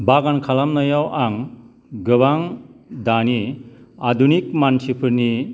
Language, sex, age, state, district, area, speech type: Bodo, male, 45-60, Assam, Kokrajhar, urban, spontaneous